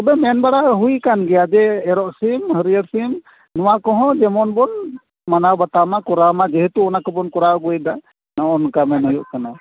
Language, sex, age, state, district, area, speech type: Santali, male, 45-60, West Bengal, Paschim Bardhaman, urban, conversation